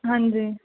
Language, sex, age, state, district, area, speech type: Punjabi, female, 18-30, Punjab, Muktsar, urban, conversation